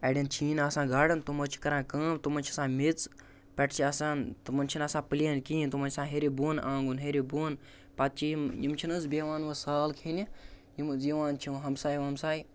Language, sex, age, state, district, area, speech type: Kashmiri, male, 18-30, Jammu and Kashmir, Bandipora, rural, spontaneous